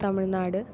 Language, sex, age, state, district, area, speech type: Malayalam, female, 18-30, Kerala, Palakkad, rural, spontaneous